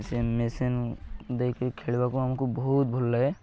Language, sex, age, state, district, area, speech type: Odia, male, 18-30, Odisha, Malkangiri, urban, spontaneous